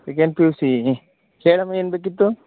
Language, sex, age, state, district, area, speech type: Kannada, male, 45-60, Karnataka, Bidar, rural, conversation